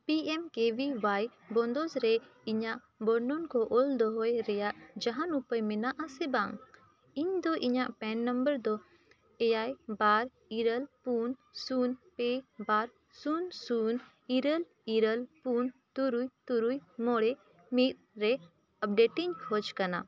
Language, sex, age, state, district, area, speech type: Santali, female, 18-30, Jharkhand, Bokaro, rural, read